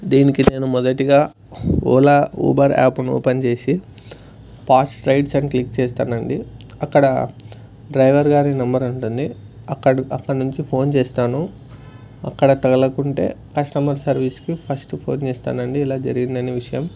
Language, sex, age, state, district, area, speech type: Telugu, male, 18-30, Andhra Pradesh, Sri Satya Sai, urban, spontaneous